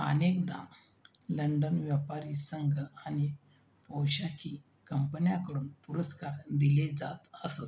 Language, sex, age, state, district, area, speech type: Marathi, male, 30-45, Maharashtra, Buldhana, rural, read